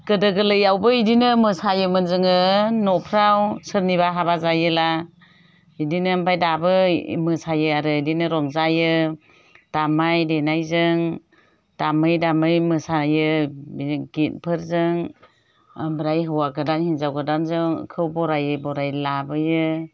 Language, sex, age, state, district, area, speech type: Bodo, female, 60+, Assam, Chirang, rural, spontaneous